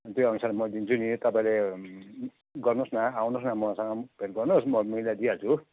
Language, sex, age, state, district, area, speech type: Nepali, male, 45-60, West Bengal, Jalpaiguri, urban, conversation